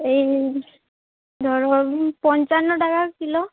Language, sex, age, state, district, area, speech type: Bengali, female, 30-45, West Bengal, Uttar Dinajpur, urban, conversation